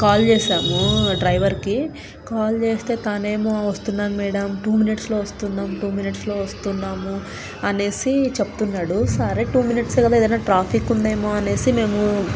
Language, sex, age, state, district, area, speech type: Telugu, female, 18-30, Telangana, Nalgonda, urban, spontaneous